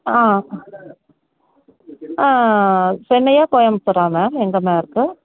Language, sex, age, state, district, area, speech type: Tamil, female, 60+, Tamil Nadu, Tenkasi, urban, conversation